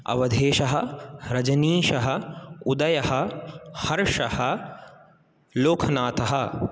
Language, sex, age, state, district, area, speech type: Sanskrit, male, 18-30, Rajasthan, Jaipur, urban, spontaneous